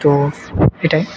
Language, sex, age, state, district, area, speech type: Bengali, male, 18-30, West Bengal, Murshidabad, urban, spontaneous